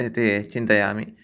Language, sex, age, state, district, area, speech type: Sanskrit, male, 18-30, Karnataka, Uttara Kannada, rural, spontaneous